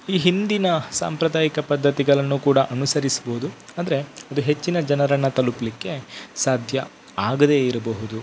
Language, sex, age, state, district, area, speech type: Kannada, male, 18-30, Karnataka, Dakshina Kannada, rural, spontaneous